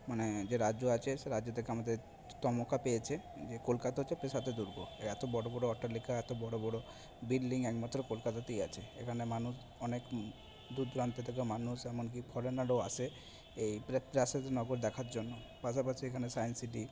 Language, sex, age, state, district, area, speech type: Bengali, male, 30-45, West Bengal, Purba Bardhaman, rural, spontaneous